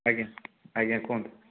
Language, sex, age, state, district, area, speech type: Odia, male, 18-30, Odisha, Cuttack, urban, conversation